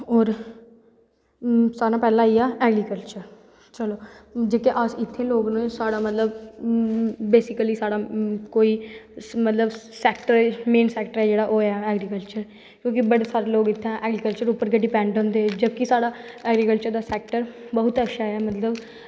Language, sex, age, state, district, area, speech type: Dogri, female, 18-30, Jammu and Kashmir, Udhampur, rural, spontaneous